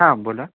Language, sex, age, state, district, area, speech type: Marathi, male, 18-30, Maharashtra, Raigad, rural, conversation